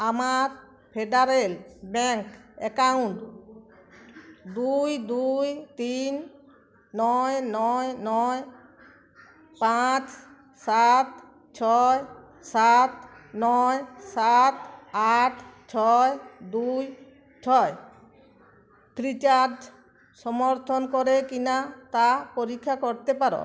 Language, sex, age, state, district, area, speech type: Bengali, female, 45-60, West Bengal, Uttar Dinajpur, rural, read